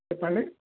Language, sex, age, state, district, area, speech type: Telugu, male, 18-30, Telangana, Nizamabad, urban, conversation